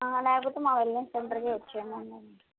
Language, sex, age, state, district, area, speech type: Telugu, female, 18-30, Andhra Pradesh, Guntur, urban, conversation